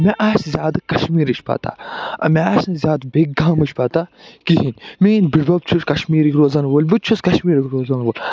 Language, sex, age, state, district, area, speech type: Kashmiri, male, 45-60, Jammu and Kashmir, Budgam, urban, spontaneous